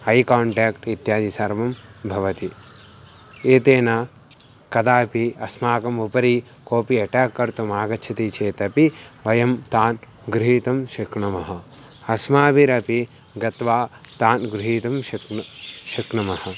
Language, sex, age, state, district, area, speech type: Sanskrit, male, 18-30, Andhra Pradesh, Guntur, rural, spontaneous